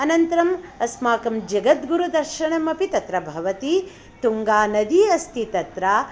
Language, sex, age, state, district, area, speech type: Sanskrit, female, 45-60, Karnataka, Hassan, rural, spontaneous